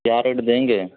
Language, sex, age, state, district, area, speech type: Hindi, male, 30-45, Uttar Pradesh, Chandauli, rural, conversation